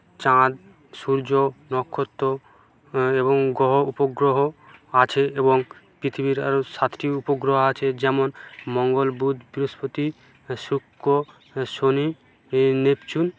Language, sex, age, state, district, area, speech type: Bengali, male, 45-60, West Bengal, Purba Medinipur, rural, spontaneous